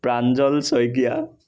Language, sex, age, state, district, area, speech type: Assamese, male, 60+, Assam, Kamrup Metropolitan, urban, spontaneous